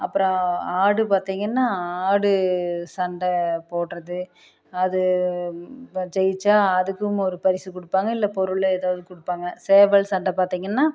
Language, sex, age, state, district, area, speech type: Tamil, female, 30-45, Tamil Nadu, Tiruppur, rural, spontaneous